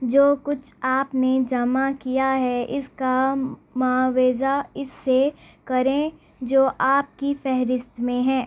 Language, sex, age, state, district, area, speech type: Urdu, female, 18-30, Telangana, Hyderabad, urban, read